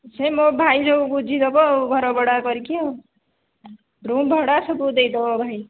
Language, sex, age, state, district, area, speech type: Odia, female, 30-45, Odisha, Khordha, rural, conversation